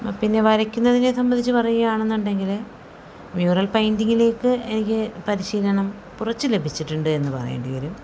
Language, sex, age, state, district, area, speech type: Malayalam, female, 45-60, Kerala, Palakkad, rural, spontaneous